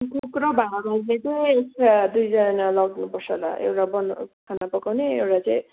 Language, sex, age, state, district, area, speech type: Nepali, female, 18-30, West Bengal, Kalimpong, rural, conversation